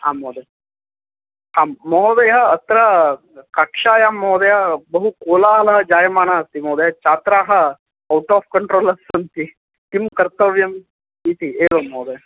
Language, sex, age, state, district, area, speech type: Sanskrit, male, 18-30, Karnataka, Uttara Kannada, rural, conversation